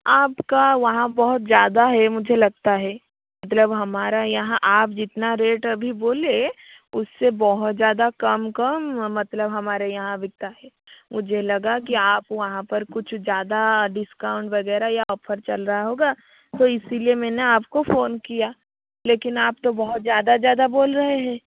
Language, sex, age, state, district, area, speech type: Hindi, female, 60+, Rajasthan, Jodhpur, rural, conversation